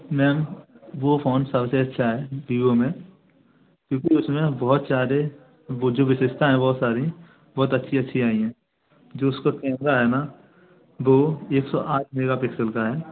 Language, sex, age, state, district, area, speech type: Hindi, male, 30-45, Madhya Pradesh, Gwalior, rural, conversation